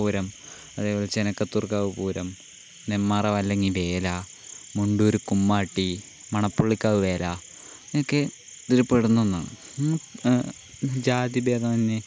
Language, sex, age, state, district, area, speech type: Malayalam, male, 18-30, Kerala, Palakkad, urban, spontaneous